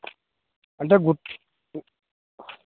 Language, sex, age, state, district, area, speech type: Telugu, female, 30-45, Telangana, Hanamkonda, rural, conversation